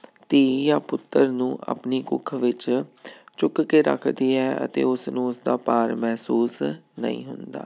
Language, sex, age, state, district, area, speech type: Punjabi, male, 30-45, Punjab, Tarn Taran, urban, spontaneous